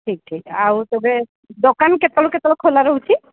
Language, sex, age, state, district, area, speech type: Odia, female, 30-45, Odisha, Koraput, urban, conversation